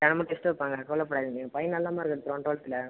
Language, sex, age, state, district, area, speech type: Tamil, male, 18-30, Tamil Nadu, Cuddalore, rural, conversation